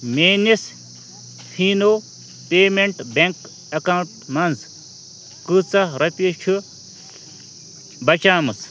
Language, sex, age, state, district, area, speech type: Kashmiri, male, 30-45, Jammu and Kashmir, Ganderbal, rural, read